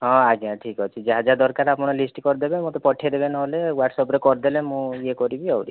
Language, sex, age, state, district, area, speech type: Odia, male, 30-45, Odisha, Kandhamal, rural, conversation